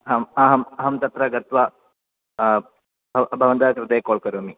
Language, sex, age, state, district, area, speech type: Sanskrit, male, 18-30, Kerala, Kottayam, urban, conversation